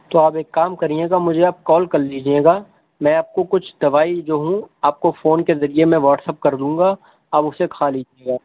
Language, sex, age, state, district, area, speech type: Urdu, male, 18-30, Uttar Pradesh, Shahjahanpur, rural, conversation